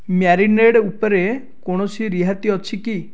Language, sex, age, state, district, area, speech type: Odia, male, 18-30, Odisha, Dhenkanal, rural, read